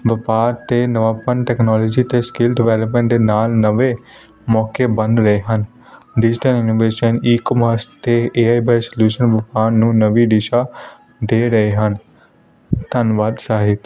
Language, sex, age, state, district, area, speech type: Punjabi, male, 18-30, Punjab, Hoshiarpur, urban, spontaneous